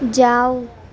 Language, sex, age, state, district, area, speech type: Urdu, female, 18-30, Uttar Pradesh, Gautam Buddha Nagar, urban, read